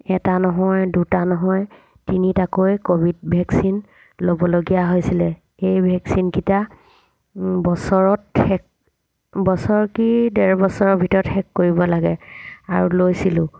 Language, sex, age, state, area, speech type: Assamese, female, 45-60, Assam, rural, spontaneous